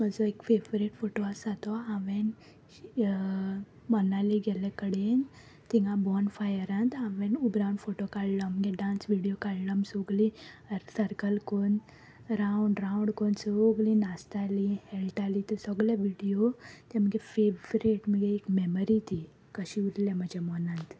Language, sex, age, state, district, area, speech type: Goan Konkani, female, 18-30, Goa, Salcete, rural, spontaneous